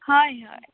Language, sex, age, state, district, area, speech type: Goan Konkani, female, 18-30, Goa, Bardez, urban, conversation